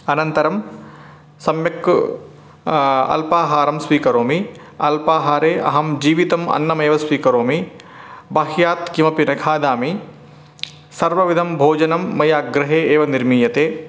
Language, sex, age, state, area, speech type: Sanskrit, male, 30-45, Rajasthan, urban, spontaneous